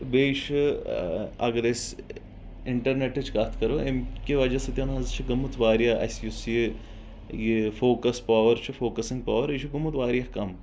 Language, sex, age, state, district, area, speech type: Kashmiri, male, 18-30, Jammu and Kashmir, Budgam, urban, spontaneous